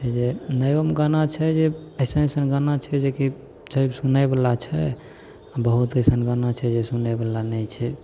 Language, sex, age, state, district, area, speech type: Maithili, male, 18-30, Bihar, Begusarai, urban, spontaneous